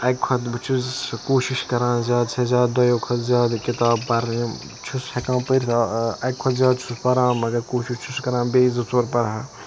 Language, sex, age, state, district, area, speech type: Kashmiri, male, 18-30, Jammu and Kashmir, Budgam, rural, spontaneous